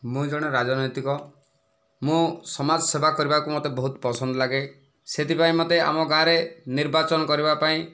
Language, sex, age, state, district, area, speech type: Odia, male, 45-60, Odisha, Kandhamal, rural, spontaneous